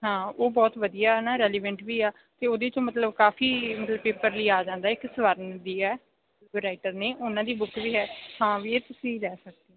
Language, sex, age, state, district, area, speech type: Punjabi, female, 18-30, Punjab, Bathinda, rural, conversation